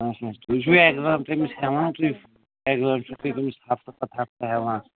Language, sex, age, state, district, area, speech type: Kashmiri, male, 45-60, Jammu and Kashmir, Srinagar, urban, conversation